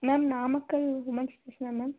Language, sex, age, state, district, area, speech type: Tamil, female, 18-30, Tamil Nadu, Namakkal, rural, conversation